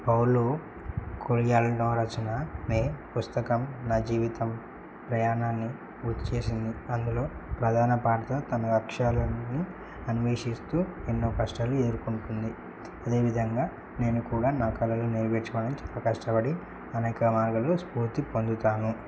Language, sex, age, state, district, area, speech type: Telugu, male, 18-30, Telangana, Medak, rural, spontaneous